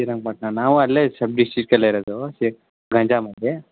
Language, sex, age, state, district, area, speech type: Kannada, male, 18-30, Karnataka, Mandya, rural, conversation